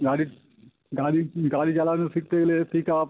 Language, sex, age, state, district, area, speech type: Bengali, male, 30-45, West Bengal, Howrah, urban, conversation